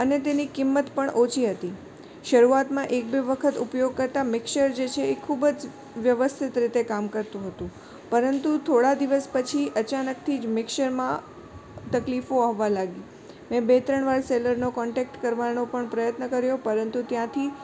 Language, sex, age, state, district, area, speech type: Gujarati, female, 18-30, Gujarat, Morbi, urban, spontaneous